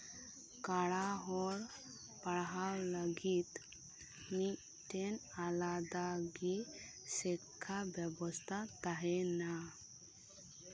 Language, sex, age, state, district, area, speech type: Santali, female, 18-30, West Bengal, Birbhum, rural, spontaneous